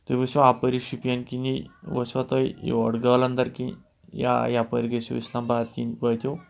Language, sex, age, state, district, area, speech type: Kashmiri, male, 18-30, Jammu and Kashmir, Shopian, rural, spontaneous